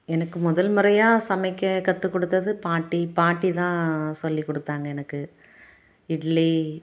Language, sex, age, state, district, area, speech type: Tamil, female, 30-45, Tamil Nadu, Salem, rural, spontaneous